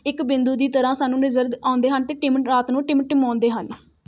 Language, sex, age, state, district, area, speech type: Punjabi, female, 18-30, Punjab, Rupnagar, rural, spontaneous